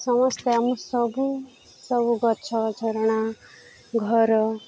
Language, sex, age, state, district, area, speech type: Odia, female, 18-30, Odisha, Sundergarh, urban, spontaneous